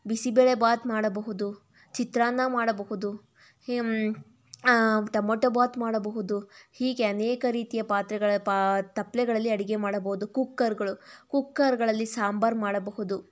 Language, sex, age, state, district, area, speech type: Kannada, female, 30-45, Karnataka, Tumkur, rural, spontaneous